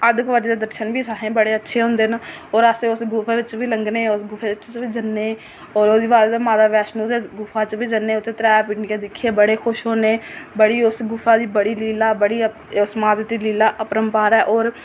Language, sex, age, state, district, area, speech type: Dogri, female, 18-30, Jammu and Kashmir, Reasi, rural, spontaneous